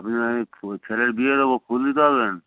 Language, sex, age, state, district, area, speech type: Bengali, male, 45-60, West Bengal, Hooghly, rural, conversation